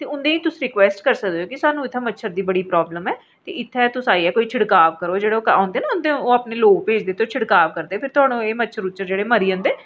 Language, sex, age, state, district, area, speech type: Dogri, female, 45-60, Jammu and Kashmir, Reasi, urban, spontaneous